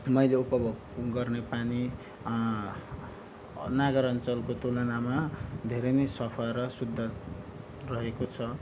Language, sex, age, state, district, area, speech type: Nepali, male, 18-30, West Bengal, Darjeeling, rural, spontaneous